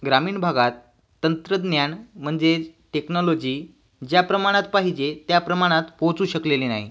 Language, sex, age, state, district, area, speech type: Marathi, male, 18-30, Maharashtra, Washim, rural, spontaneous